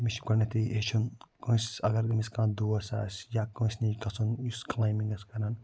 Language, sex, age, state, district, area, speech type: Kashmiri, male, 45-60, Jammu and Kashmir, Budgam, urban, spontaneous